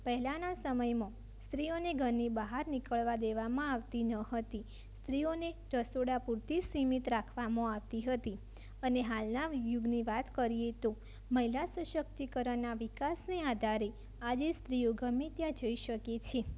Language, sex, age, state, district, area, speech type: Gujarati, female, 18-30, Gujarat, Mehsana, rural, spontaneous